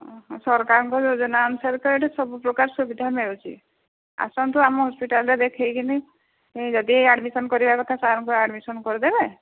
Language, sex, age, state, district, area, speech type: Odia, female, 45-60, Odisha, Angul, rural, conversation